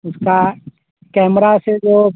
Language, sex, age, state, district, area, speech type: Hindi, male, 30-45, Bihar, Vaishali, rural, conversation